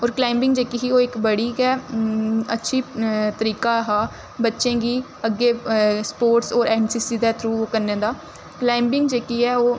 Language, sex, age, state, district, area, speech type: Dogri, female, 18-30, Jammu and Kashmir, Reasi, urban, spontaneous